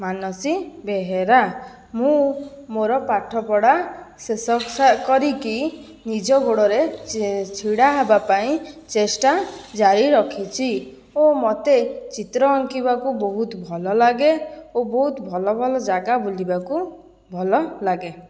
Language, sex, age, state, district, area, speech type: Odia, female, 18-30, Odisha, Jajpur, rural, spontaneous